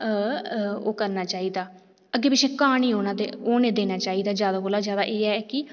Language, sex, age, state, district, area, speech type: Dogri, female, 18-30, Jammu and Kashmir, Reasi, rural, spontaneous